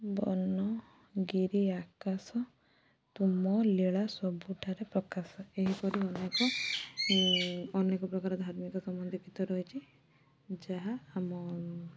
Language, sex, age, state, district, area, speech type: Odia, female, 18-30, Odisha, Balasore, rural, spontaneous